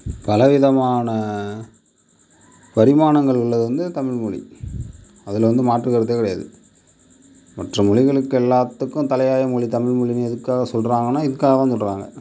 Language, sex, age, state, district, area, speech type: Tamil, male, 30-45, Tamil Nadu, Mayiladuthurai, rural, spontaneous